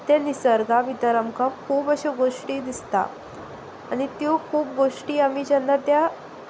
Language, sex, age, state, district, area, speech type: Goan Konkani, female, 18-30, Goa, Sanguem, rural, spontaneous